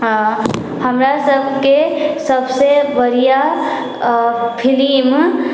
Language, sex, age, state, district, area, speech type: Maithili, female, 18-30, Bihar, Sitamarhi, rural, spontaneous